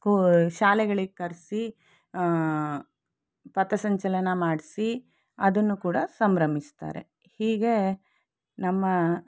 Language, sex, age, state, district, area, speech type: Kannada, female, 45-60, Karnataka, Shimoga, urban, spontaneous